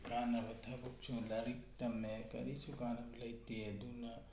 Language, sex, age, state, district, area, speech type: Manipuri, male, 18-30, Manipur, Tengnoupal, rural, spontaneous